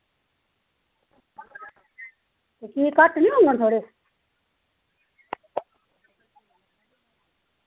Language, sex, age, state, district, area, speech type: Dogri, female, 45-60, Jammu and Kashmir, Samba, rural, conversation